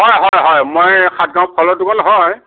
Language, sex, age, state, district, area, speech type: Assamese, male, 45-60, Assam, Kamrup Metropolitan, urban, conversation